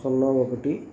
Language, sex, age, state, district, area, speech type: Telugu, male, 45-60, Andhra Pradesh, Krishna, rural, spontaneous